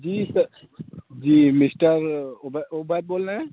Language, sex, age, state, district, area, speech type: Urdu, male, 18-30, Uttar Pradesh, Azamgarh, urban, conversation